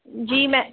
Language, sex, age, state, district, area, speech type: Hindi, female, 60+, Rajasthan, Jaipur, urban, conversation